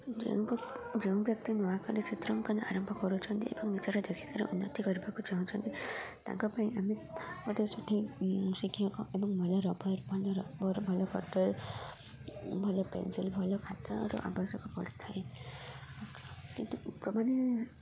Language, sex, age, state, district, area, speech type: Odia, female, 18-30, Odisha, Koraput, urban, spontaneous